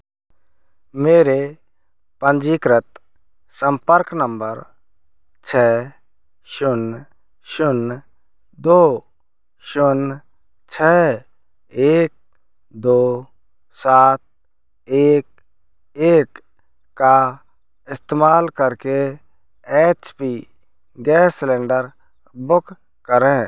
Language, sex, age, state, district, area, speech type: Hindi, male, 30-45, Rajasthan, Bharatpur, rural, read